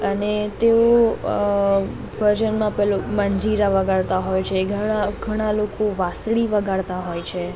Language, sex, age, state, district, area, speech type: Gujarati, female, 30-45, Gujarat, Morbi, rural, spontaneous